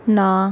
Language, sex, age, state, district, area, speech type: Punjabi, female, 18-30, Punjab, Bathinda, rural, read